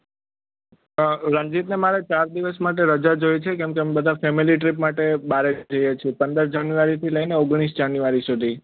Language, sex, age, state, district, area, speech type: Gujarati, male, 18-30, Gujarat, Ahmedabad, urban, conversation